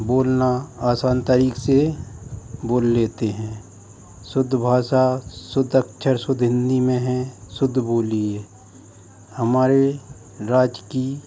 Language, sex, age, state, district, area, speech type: Hindi, male, 45-60, Madhya Pradesh, Hoshangabad, urban, spontaneous